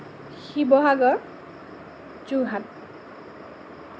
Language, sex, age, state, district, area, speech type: Assamese, female, 18-30, Assam, Lakhimpur, urban, spontaneous